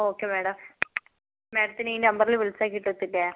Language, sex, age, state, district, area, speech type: Malayalam, female, 45-60, Kerala, Kozhikode, urban, conversation